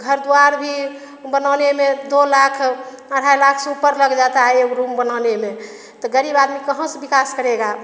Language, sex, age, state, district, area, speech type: Hindi, female, 60+, Bihar, Begusarai, rural, spontaneous